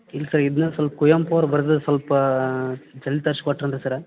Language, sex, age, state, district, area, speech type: Kannada, male, 45-60, Karnataka, Belgaum, rural, conversation